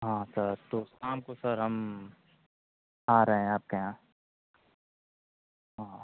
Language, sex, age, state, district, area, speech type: Hindi, male, 18-30, Uttar Pradesh, Azamgarh, rural, conversation